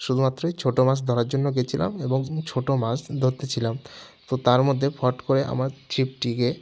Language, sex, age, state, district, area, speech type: Bengali, male, 18-30, West Bengal, Jalpaiguri, rural, spontaneous